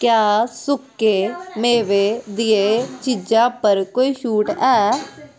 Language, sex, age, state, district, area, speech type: Dogri, female, 18-30, Jammu and Kashmir, Udhampur, urban, read